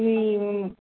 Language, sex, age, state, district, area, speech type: Telugu, female, 18-30, Andhra Pradesh, Srikakulam, urban, conversation